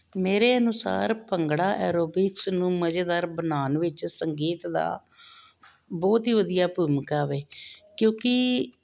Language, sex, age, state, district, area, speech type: Punjabi, female, 45-60, Punjab, Jalandhar, urban, spontaneous